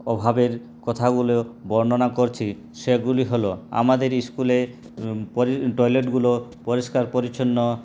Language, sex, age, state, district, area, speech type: Bengali, male, 18-30, West Bengal, Purulia, rural, spontaneous